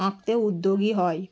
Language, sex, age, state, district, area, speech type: Bengali, female, 30-45, West Bengal, Cooch Behar, urban, spontaneous